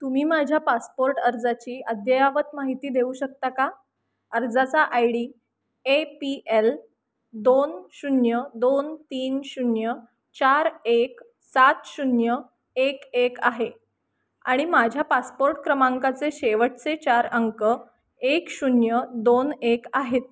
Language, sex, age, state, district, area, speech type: Marathi, female, 30-45, Maharashtra, Kolhapur, urban, read